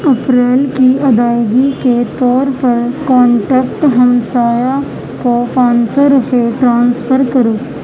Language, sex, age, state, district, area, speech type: Urdu, female, 18-30, Uttar Pradesh, Gautam Buddha Nagar, rural, read